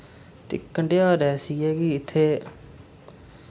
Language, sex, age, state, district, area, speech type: Dogri, male, 30-45, Jammu and Kashmir, Reasi, rural, spontaneous